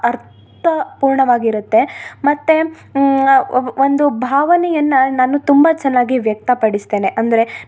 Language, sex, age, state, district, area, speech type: Kannada, female, 18-30, Karnataka, Chikkamagaluru, rural, spontaneous